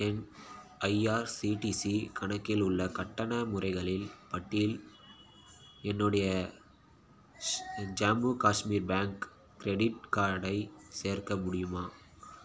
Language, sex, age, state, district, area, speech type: Tamil, male, 18-30, Tamil Nadu, Kallakurichi, urban, read